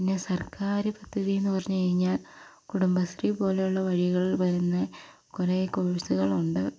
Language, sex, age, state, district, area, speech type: Malayalam, female, 18-30, Kerala, Palakkad, rural, spontaneous